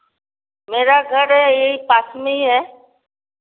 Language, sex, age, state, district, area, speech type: Hindi, female, 60+, Uttar Pradesh, Varanasi, rural, conversation